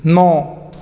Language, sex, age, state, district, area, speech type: Punjabi, male, 30-45, Punjab, Kapurthala, urban, read